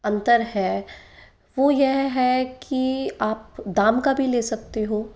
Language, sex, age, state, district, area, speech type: Hindi, female, 18-30, Rajasthan, Jaipur, urban, spontaneous